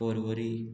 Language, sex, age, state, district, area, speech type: Goan Konkani, male, 18-30, Goa, Murmgao, rural, spontaneous